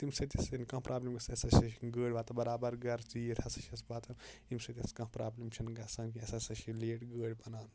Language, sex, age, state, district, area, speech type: Kashmiri, male, 18-30, Jammu and Kashmir, Kupwara, rural, spontaneous